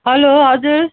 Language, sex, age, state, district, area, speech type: Nepali, female, 30-45, West Bengal, Kalimpong, rural, conversation